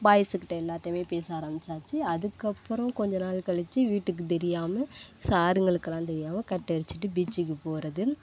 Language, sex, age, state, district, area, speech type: Tamil, female, 18-30, Tamil Nadu, Nagapattinam, rural, spontaneous